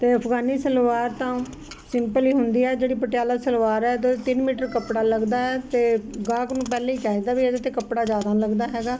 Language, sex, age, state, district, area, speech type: Punjabi, female, 60+, Punjab, Ludhiana, urban, spontaneous